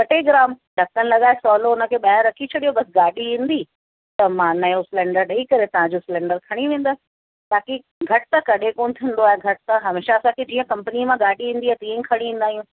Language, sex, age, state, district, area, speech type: Sindhi, female, 45-60, Uttar Pradesh, Lucknow, rural, conversation